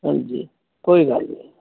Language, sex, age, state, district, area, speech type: Punjabi, female, 60+, Punjab, Fazilka, rural, conversation